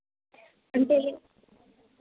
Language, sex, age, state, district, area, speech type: Telugu, female, 18-30, Telangana, Jagtial, urban, conversation